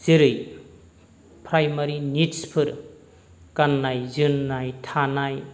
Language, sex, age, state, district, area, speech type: Bodo, male, 45-60, Assam, Kokrajhar, rural, spontaneous